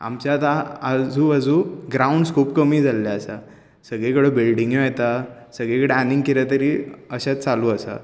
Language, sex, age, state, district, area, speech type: Goan Konkani, male, 18-30, Goa, Bardez, urban, spontaneous